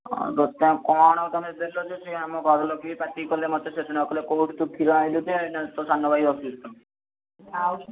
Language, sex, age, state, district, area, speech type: Odia, male, 18-30, Odisha, Bhadrak, rural, conversation